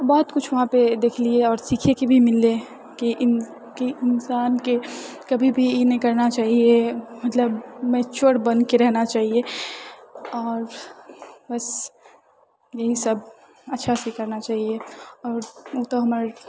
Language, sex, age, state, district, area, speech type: Maithili, female, 30-45, Bihar, Purnia, urban, spontaneous